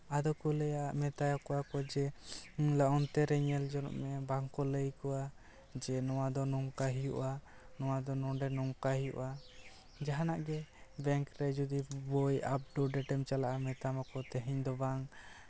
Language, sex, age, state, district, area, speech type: Santali, male, 18-30, West Bengal, Jhargram, rural, spontaneous